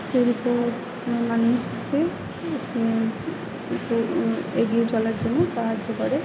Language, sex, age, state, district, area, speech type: Bengali, female, 18-30, West Bengal, Purba Bardhaman, rural, spontaneous